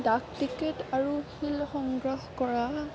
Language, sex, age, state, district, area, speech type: Assamese, female, 18-30, Assam, Kamrup Metropolitan, urban, spontaneous